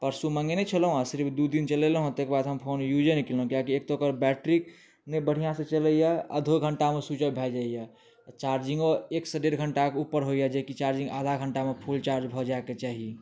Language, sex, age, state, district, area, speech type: Maithili, male, 18-30, Bihar, Darbhanga, rural, spontaneous